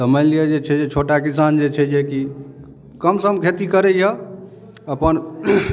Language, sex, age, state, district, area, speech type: Maithili, male, 30-45, Bihar, Darbhanga, urban, spontaneous